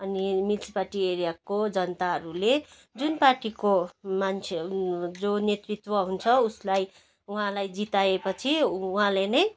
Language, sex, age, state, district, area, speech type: Nepali, female, 30-45, West Bengal, Jalpaiguri, urban, spontaneous